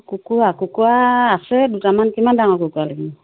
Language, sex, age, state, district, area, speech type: Assamese, female, 45-60, Assam, Sivasagar, rural, conversation